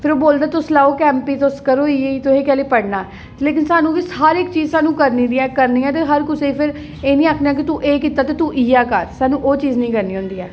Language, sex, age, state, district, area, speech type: Dogri, female, 18-30, Jammu and Kashmir, Jammu, urban, spontaneous